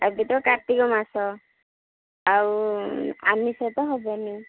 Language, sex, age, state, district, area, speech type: Odia, female, 45-60, Odisha, Gajapati, rural, conversation